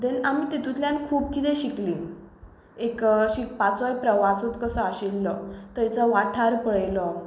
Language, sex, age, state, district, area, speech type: Goan Konkani, female, 18-30, Goa, Tiswadi, rural, spontaneous